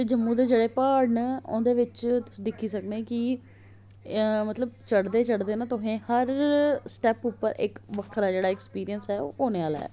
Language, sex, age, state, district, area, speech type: Dogri, female, 30-45, Jammu and Kashmir, Jammu, urban, spontaneous